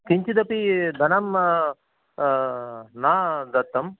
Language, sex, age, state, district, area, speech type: Sanskrit, male, 60+, Karnataka, Bangalore Urban, urban, conversation